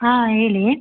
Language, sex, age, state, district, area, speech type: Kannada, female, 30-45, Karnataka, Hassan, urban, conversation